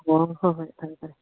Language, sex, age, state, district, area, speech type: Manipuri, female, 60+, Manipur, Kangpokpi, urban, conversation